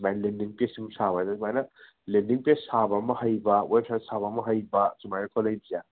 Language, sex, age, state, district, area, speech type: Manipuri, male, 30-45, Manipur, Senapati, rural, conversation